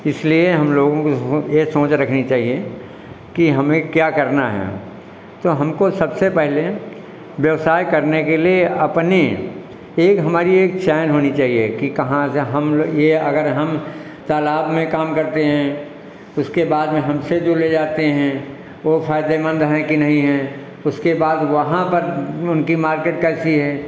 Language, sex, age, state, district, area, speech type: Hindi, male, 60+, Uttar Pradesh, Lucknow, rural, spontaneous